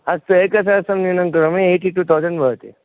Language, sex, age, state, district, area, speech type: Sanskrit, male, 18-30, Karnataka, Davanagere, rural, conversation